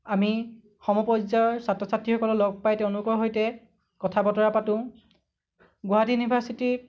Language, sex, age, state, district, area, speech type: Assamese, male, 18-30, Assam, Lakhimpur, rural, spontaneous